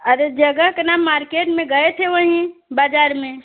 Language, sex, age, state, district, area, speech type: Hindi, female, 45-60, Uttar Pradesh, Bhadohi, urban, conversation